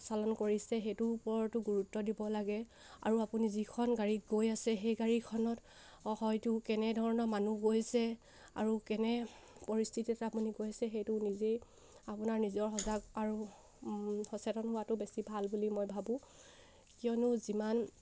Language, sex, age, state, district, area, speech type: Assamese, female, 18-30, Assam, Sivasagar, rural, spontaneous